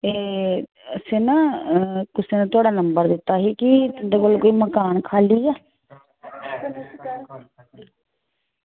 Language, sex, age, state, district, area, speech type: Dogri, female, 60+, Jammu and Kashmir, Reasi, rural, conversation